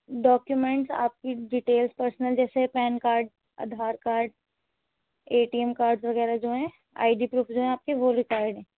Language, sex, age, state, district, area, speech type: Urdu, female, 18-30, Delhi, North West Delhi, urban, conversation